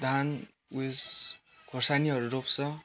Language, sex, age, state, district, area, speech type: Nepali, male, 18-30, West Bengal, Kalimpong, rural, spontaneous